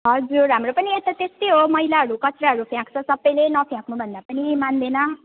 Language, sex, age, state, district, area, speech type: Nepali, female, 18-30, West Bengal, Alipurduar, urban, conversation